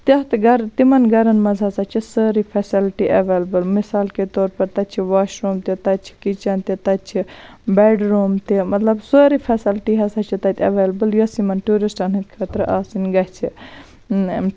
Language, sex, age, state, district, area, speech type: Kashmiri, female, 30-45, Jammu and Kashmir, Baramulla, rural, spontaneous